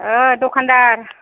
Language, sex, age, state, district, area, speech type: Bodo, female, 45-60, Assam, Kokrajhar, rural, conversation